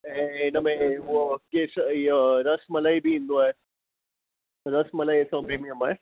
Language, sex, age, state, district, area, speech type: Sindhi, male, 30-45, Gujarat, Kutch, rural, conversation